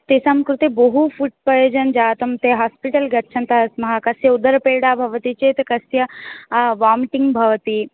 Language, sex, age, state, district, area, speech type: Sanskrit, female, 18-30, Odisha, Ganjam, urban, conversation